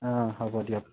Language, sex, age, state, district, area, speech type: Assamese, male, 18-30, Assam, Lakhimpur, urban, conversation